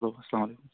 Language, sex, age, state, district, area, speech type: Kashmiri, male, 18-30, Jammu and Kashmir, Kulgam, rural, conversation